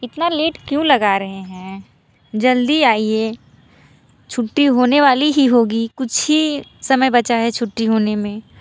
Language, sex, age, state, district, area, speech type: Hindi, female, 45-60, Uttar Pradesh, Mirzapur, urban, spontaneous